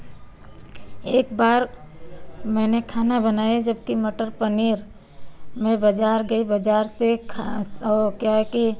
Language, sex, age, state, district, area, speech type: Hindi, female, 45-60, Uttar Pradesh, Varanasi, rural, spontaneous